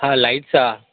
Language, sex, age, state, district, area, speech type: Telugu, male, 18-30, Telangana, Peddapalli, rural, conversation